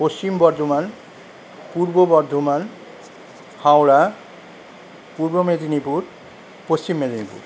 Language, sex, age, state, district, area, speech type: Bengali, male, 45-60, West Bengal, Paschim Bardhaman, rural, spontaneous